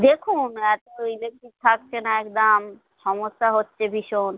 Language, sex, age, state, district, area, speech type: Bengali, female, 30-45, West Bengal, North 24 Parganas, urban, conversation